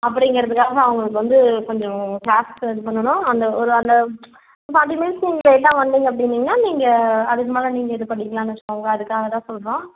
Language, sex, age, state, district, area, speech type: Tamil, female, 45-60, Tamil Nadu, Namakkal, rural, conversation